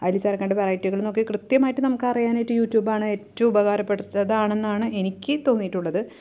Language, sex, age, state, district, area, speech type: Malayalam, female, 30-45, Kerala, Thrissur, urban, spontaneous